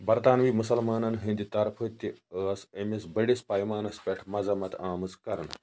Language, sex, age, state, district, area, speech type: Kashmiri, male, 18-30, Jammu and Kashmir, Baramulla, rural, read